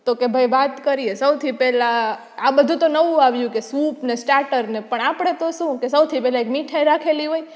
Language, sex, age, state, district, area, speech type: Gujarati, female, 18-30, Gujarat, Rajkot, urban, spontaneous